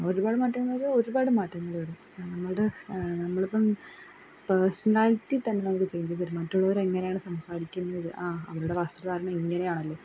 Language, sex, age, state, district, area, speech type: Malayalam, female, 18-30, Kerala, Kollam, rural, spontaneous